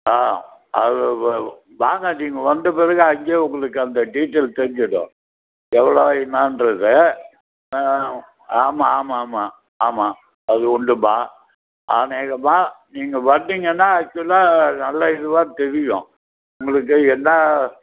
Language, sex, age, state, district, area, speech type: Tamil, male, 60+, Tamil Nadu, Krishnagiri, rural, conversation